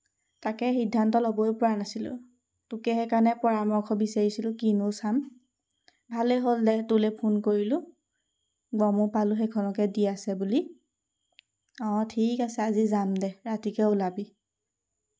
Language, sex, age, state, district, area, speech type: Assamese, female, 18-30, Assam, Golaghat, urban, spontaneous